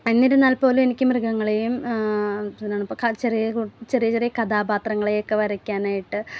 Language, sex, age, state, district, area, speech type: Malayalam, female, 30-45, Kerala, Ernakulam, rural, spontaneous